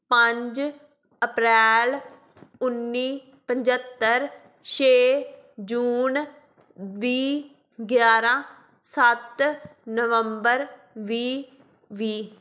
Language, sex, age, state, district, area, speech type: Punjabi, female, 18-30, Punjab, Tarn Taran, rural, spontaneous